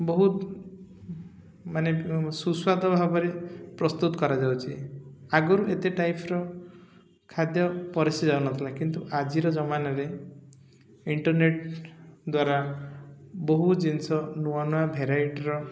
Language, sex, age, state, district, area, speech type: Odia, male, 30-45, Odisha, Koraput, urban, spontaneous